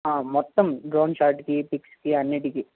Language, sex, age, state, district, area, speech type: Telugu, male, 18-30, Andhra Pradesh, Eluru, urban, conversation